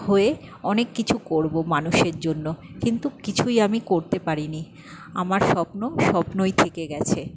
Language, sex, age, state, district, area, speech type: Bengali, female, 60+, West Bengal, Jhargram, rural, spontaneous